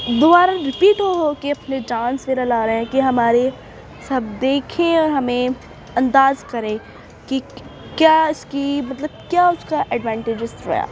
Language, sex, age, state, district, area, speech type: Urdu, female, 18-30, Uttar Pradesh, Ghaziabad, urban, spontaneous